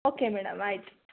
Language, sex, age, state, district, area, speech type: Kannada, female, 18-30, Karnataka, Hassan, rural, conversation